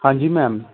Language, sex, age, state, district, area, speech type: Punjabi, male, 30-45, Punjab, Ludhiana, urban, conversation